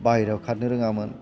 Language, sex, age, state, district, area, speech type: Bodo, male, 45-60, Assam, Chirang, urban, spontaneous